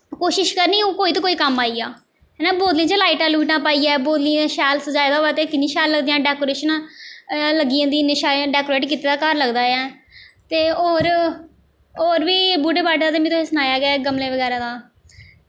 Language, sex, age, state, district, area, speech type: Dogri, female, 18-30, Jammu and Kashmir, Jammu, rural, spontaneous